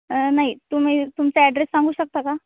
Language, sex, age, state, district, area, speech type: Marathi, female, 18-30, Maharashtra, Ratnagiri, urban, conversation